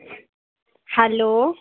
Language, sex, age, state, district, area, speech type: Dogri, female, 30-45, Jammu and Kashmir, Udhampur, urban, conversation